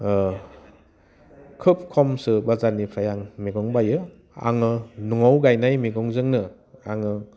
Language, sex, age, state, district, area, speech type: Bodo, male, 30-45, Assam, Udalguri, urban, spontaneous